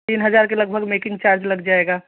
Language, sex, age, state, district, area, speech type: Hindi, female, 30-45, Uttar Pradesh, Chandauli, rural, conversation